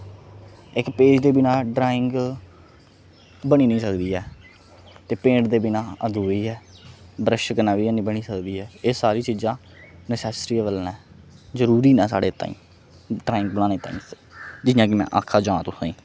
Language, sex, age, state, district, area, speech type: Dogri, male, 18-30, Jammu and Kashmir, Kathua, rural, spontaneous